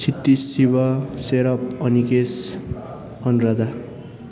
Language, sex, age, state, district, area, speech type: Nepali, male, 18-30, West Bengal, Darjeeling, rural, spontaneous